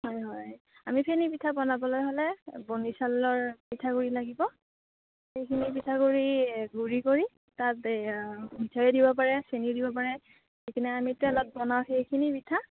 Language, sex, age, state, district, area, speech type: Assamese, female, 60+, Assam, Darrang, rural, conversation